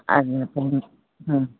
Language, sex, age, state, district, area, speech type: Manipuri, female, 60+, Manipur, Imphal East, urban, conversation